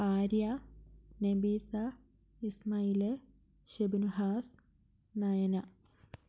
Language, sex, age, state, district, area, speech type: Malayalam, female, 30-45, Kerala, Wayanad, rural, spontaneous